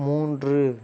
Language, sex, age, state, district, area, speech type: Tamil, male, 30-45, Tamil Nadu, Ariyalur, rural, read